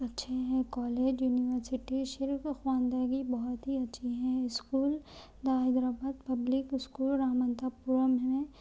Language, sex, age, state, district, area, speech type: Urdu, female, 18-30, Telangana, Hyderabad, urban, spontaneous